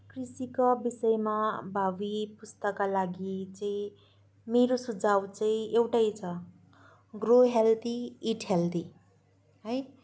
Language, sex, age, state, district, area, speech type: Nepali, female, 18-30, West Bengal, Kalimpong, rural, spontaneous